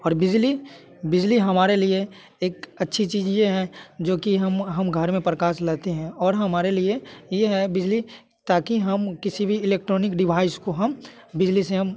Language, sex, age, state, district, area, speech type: Hindi, male, 18-30, Bihar, Muzaffarpur, urban, spontaneous